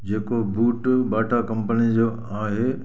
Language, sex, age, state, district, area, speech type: Sindhi, male, 60+, Gujarat, Kutch, rural, spontaneous